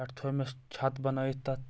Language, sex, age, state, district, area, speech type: Kashmiri, male, 18-30, Jammu and Kashmir, Kulgam, rural, spontaneous